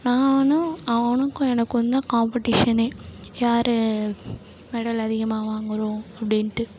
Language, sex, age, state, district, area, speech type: Tamil, female, 18-30, Tamil Nadu, Perambalur, rural, spontaneous